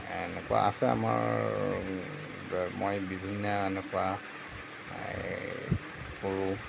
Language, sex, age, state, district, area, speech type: Assamese, male, 60+, Assam, Darrang, rural, spontaneous